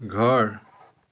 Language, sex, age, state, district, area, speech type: Assamese, male, 60+, Assam, Dhemaji, urban, read